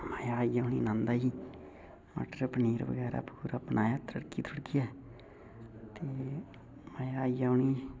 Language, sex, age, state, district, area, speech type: Dogri, male, 18-30, Jammu and Kashmir, Udhampur, rural, spontaneous